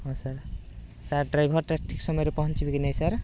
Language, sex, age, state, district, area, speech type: Odia, male, 18-30, Odisha, Rayagada, rural, spontaneous